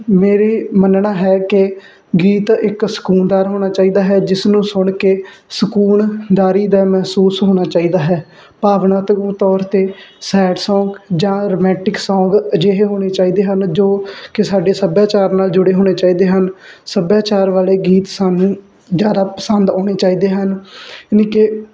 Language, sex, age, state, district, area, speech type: Punjabi, male, 18-30, Punjab, Muktsar, urban, spontaneous